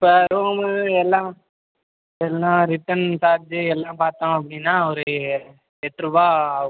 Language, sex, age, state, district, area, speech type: Tamil, male, 18-30, Tamil Nadu, Sivaganga, rural, conversation